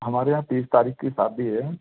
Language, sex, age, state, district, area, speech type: Hindi, male, 30-45, Madhya Pradesh, Gwalior, urban, conversation